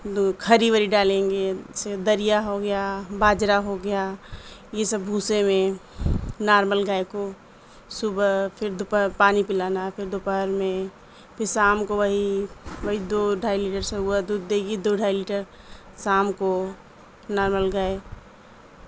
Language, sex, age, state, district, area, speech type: Urdu, female, 30-45, Uttar Pradesh, Mirzapur, rural, spontaneous